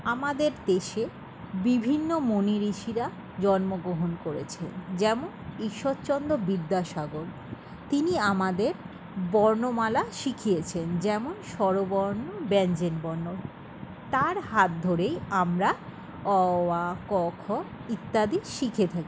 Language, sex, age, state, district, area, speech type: Bengali, female, 60+, West Bengal, Paschim Bardhaman, rural, spontaneous